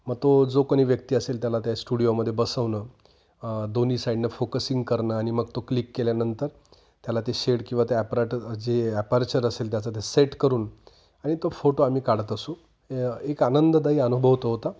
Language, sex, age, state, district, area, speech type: Marathi, male, 45-60, Maharashtra, Nashik, urban, spontaneous